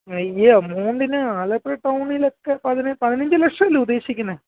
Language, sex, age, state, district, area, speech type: Malayalam, male, 30-45, Kerala, Alappuzha, rural, conversation